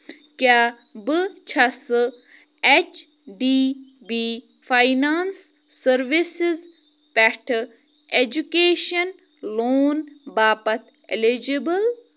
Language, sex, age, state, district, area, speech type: Kashmiri, female, 18-30, Jammu and Kashmir, Bandipora, rural, read